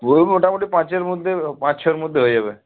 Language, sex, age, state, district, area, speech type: Bengali, male, 18-30, West Bengal, Uttar Dinajpur, urban, conversation